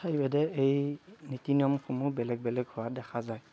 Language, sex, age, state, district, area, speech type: Assamese, male, 30-45, Assam, Darrang, rural, spontaneous